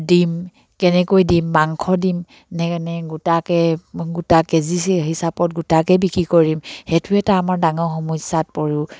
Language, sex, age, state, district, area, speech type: Assamese, female, 45-60, Assam, Dibrugarh, rural, spontaneous